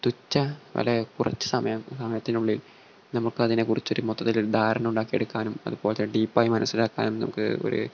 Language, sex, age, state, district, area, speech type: Malayalam, male, 18-30, Kerala, Malappuram, rural, spontaneous